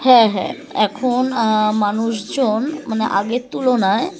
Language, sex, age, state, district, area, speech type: Bengali, female, 30-45, West Bengal, Darjeeling, urban, spontaneous